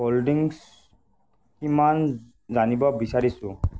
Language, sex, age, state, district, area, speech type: Assamese, male, 45-60, Assam, Darrang, rural, read